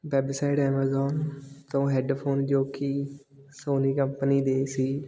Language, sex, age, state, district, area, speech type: Punjabi, male, 18-30, Punjab, Fatehgarh Sahib, rural, spontaneous